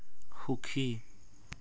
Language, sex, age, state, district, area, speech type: Assamese, male, 18-30, Assam, Nagaon, rural, read